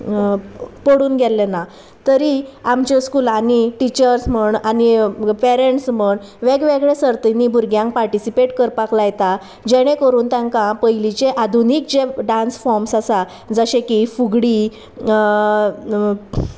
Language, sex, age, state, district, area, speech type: Goan Konkani, female, 30-45, Goa, Sanguem, rural, spontaneous